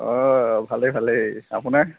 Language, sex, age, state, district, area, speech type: Assamese, male, 18-30, Assam, Golaghat, urban, conversation